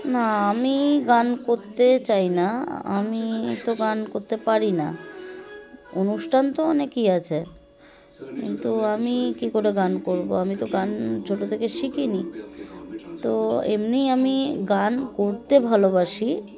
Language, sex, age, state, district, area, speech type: Bengali, female, 30-45, West Bengal, Darjeeling, urban, spontaneous